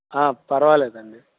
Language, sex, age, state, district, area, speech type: Telugu, male, 45-60, Andhra Pradesh, Bapatla, rural, conversation